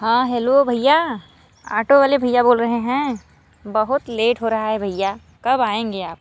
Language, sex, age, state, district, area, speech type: Hindi, female, 45-60, Uttar Pradesh, Mirzapur, urban, spontaneous